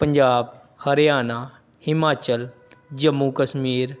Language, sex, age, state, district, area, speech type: Punjabi, male, 30-45, Punjab, Pathankot, rural, spontaneous